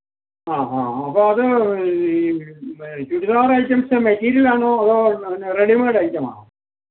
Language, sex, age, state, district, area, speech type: Malayalam, male, 60+, Kerala, Alappuzha, rural, conversation